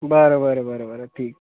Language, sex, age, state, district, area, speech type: Marathi, male, 18-30, Maharashtra, Hingoli, urban, conversation